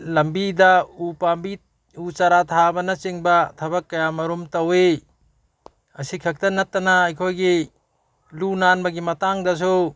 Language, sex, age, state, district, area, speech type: Manipuri, male, 60+, Manipur, Bishnupur, rural, spontaneous